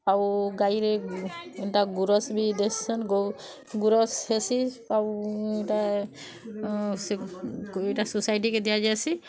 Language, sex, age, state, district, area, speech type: Odia, female, 30-45, Odisha, Bargarh, urban, spontaneous